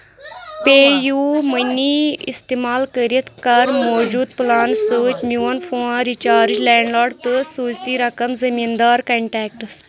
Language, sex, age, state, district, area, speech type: Kashmiri, female, 30-45, Jammu and Kashmir, Anantnag, rural, read